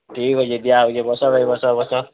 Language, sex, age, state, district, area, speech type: Odia, male, 18-30, Odisha, Bargarh, urban, conversation